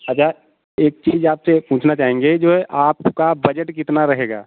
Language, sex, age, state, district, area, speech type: Hindi, male, 45-60, Uttar Pradesh, Lucknow, rural, conversation